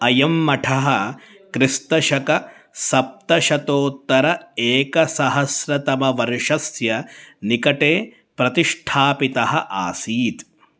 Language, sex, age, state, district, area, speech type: Sanskrit, male, 18-30, Karnataka, Bangalore Rural, urban, read